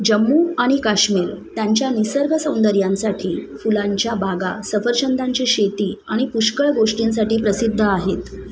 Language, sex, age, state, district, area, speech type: Marathi, female, 30-45, Maharashtra, Mumbai Suburban, urban, read